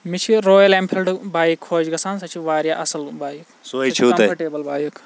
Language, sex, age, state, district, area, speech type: Kashmiri, male, 45-60, Jammu and Kashmir, Kulgam, rural, spontaneous